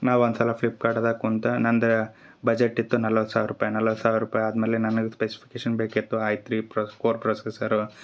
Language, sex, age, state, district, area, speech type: Kannada, male, 30-45, Karnataka, Gulbarga, rural, spontaneous